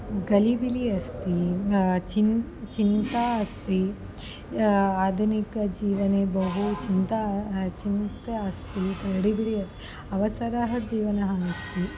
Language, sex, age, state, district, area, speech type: Sanskrit, female, 30-45, Karnataka, Dharwad, urban, spontaneous